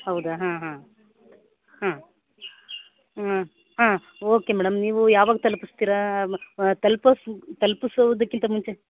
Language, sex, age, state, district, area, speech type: Kannada, female, 30-45, Karnataka, Uttara Kannada, rural, conversation